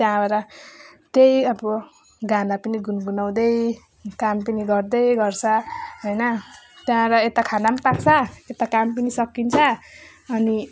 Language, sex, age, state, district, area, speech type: Nepali, female, 18-30, West Bengal, Alipurduar, rural, spontaneous